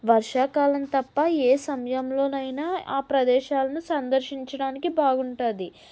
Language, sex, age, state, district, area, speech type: Telugu, female, 18-30, Andhra Pradesh, N T Rama Rao, urban, spontaneous